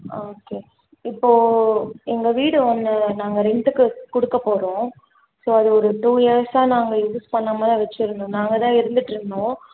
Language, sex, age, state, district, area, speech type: Tamil, female, 18-30, Tamil Nadu, Tiruvallur, urban, conversation